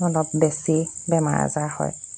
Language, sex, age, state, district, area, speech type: Assamese, female, 30-45, Assam, Golaghat, urban, spontaneous